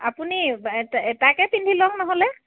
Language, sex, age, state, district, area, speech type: Assamese, female, 30-45, Assam, Dhemaji, urban, conversation